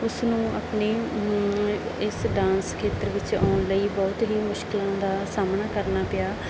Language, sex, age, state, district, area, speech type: Punjabi, female, 30-45, Punjab, Bathinda, rural, spontaneous